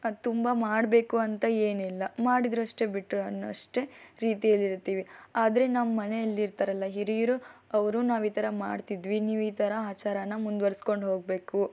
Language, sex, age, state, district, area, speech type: Kannada, female, 18-30, Karnataka, Tumkur, rural, spontaneous